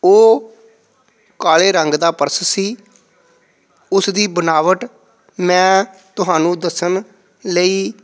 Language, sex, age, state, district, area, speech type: Punjabi, male, 45-60, Punjab, Pathankot, rural, spontaneous